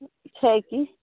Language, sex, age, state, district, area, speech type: Maithili, female, 45-60, Bihar, Araria, rural, conversation